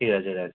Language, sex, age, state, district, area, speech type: Bengali, male, 18-30, West Bengal, Kolkata, urban, conversation